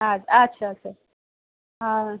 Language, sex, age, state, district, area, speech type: Bengali, female, 30-45, West Bengal, Kolkata, urban, conversation